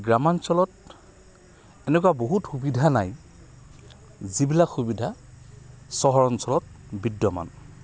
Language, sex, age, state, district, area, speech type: Assamese, male, 60+, Assam, Goalpara, urban, spontaneous